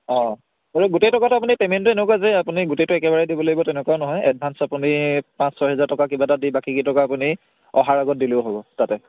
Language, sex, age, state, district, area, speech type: Assamese, male, 18-30, Assam, Charaideo, urban, conversation